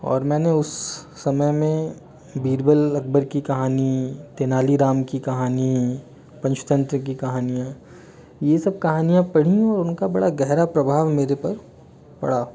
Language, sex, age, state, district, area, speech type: Hindi, male, 30-45, Delhi, New Delhi, urban, spontaneous